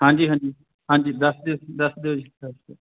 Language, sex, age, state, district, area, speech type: Punjabi, male, 45-60, Punjab, Fatehgarh Sahib, urban, conversation